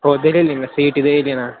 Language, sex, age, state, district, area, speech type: Marathi, male, 18-30, Maharashtra, Ahmednagar, urban, conversation